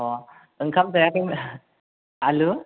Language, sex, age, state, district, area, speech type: Bodo, male, 18-30, Assam, Chirang, rural, conversation